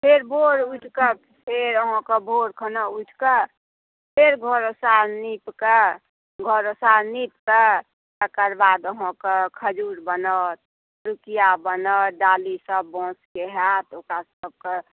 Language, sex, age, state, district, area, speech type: Maithili, female, 60+, Bihar, Saharsa, rural, conversation